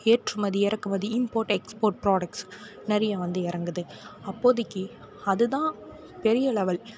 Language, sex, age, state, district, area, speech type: Tamil, female, 18-30, Tamil Nadu, Mayiladuthurai, rural, spontaneous